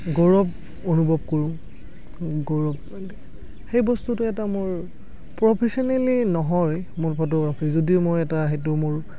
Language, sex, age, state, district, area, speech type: Assamese, male, 18-30, Assam, Barpeta, rural, spontaneous